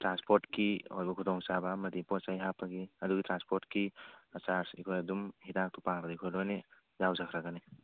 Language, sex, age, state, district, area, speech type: Manipuri, male, 45-60, Manipur, Churachandpur, rural, conversation